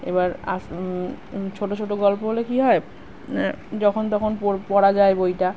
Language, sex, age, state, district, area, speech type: Bengali, female, 30-45, West Bengal, Kolkata, urban, spontaneous